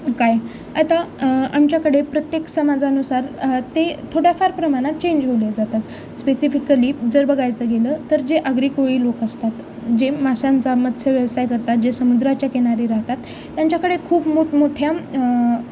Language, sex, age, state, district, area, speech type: Marathi, female, 18-30, Maharashtra, Osmanabad, rural, spontaneous